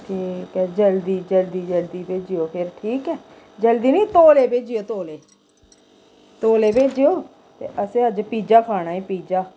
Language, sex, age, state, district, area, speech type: Dogri, female, 45-60, Jammu and Kashmir, Udhampur, rural, spontaneous